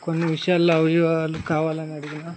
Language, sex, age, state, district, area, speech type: Telugu, male, 18-30, Andhra Pradesh, Guntur, rural, spontaneous